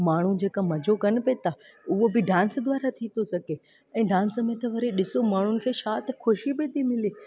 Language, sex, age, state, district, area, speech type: Sindhi, female, 18-30, Gujarat, Junagadh, rural, spontaneous